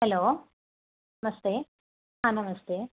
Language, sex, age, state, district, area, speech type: Kannada, female, 30-45, Karnataka, Dakshina Kannada, rural, conversation